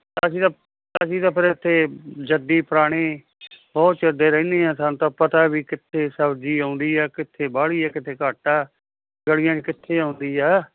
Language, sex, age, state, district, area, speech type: Punjabi, male, 60+, Punjab, Muktsar, urban, conversation